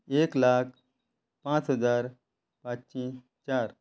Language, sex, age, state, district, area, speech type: Goan Konkani, male, 30-45, Goa, Quepem, rural, spontaneous